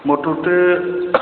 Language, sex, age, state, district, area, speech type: Bodo, male, 45-60, Assam, Chirang, urban, conversation